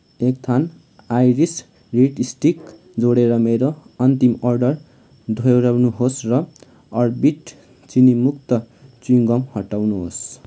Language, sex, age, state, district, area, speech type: Nepali, male, 18-30, West Bengal, Kalimpong, rural, read